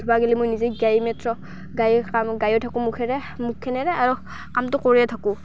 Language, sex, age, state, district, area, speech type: Assamese, female, 18-30, Assam, Barpeta, rural, spontaneous